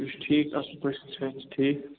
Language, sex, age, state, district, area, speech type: Kashmiri, male, 30-45, Jammu and Kashmir, Ganderbal, rural, conversation